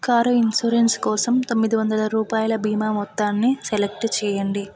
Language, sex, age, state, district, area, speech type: Telugu, female, 18-30, Telangana, Hyderabad, urban, read